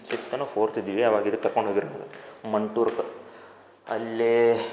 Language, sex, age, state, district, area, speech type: Kannada, male, 18-30, Karnataka, Dharwad, urban, spontaneous